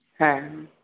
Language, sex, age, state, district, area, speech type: Bengali, male, 30-45, West Bengal, Purulia, urban, conversation